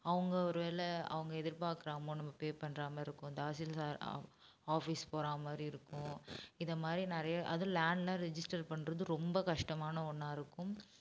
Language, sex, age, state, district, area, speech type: Tamil, female, 18-30, Tamil Nadu, Namakkal, urban, spontaneous